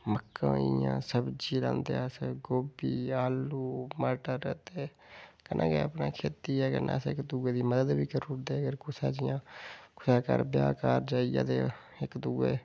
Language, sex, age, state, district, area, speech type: Dogri, male, 30-45, Jammu and Kashmir, Udhampur, rural, spontaneous